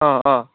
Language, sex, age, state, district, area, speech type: Assamese, male, 18-30, Assam, Lakhimpur, rural, conversation